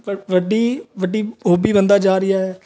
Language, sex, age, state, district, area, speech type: Punjabi, male, 18-30, Punjab, Fazilka, urban, spontaneous